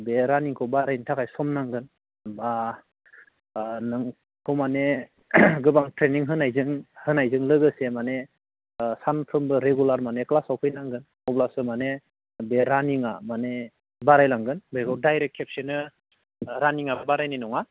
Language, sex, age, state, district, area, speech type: Bodo, male, 30-45, Assam, Baksa, rural, conversation